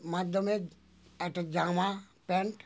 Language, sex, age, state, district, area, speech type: Bengali, male, 60+, West Bengal, Darjeeling, rural, spontaneous